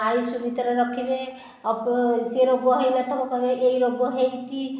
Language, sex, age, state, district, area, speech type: Odia, female, 45-60, Odisha, Khordha, rural, spontaneous